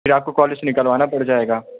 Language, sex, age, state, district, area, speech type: Hindi, male, 18-30, Uttar Pradesh, Pratapgarh, urban, conversation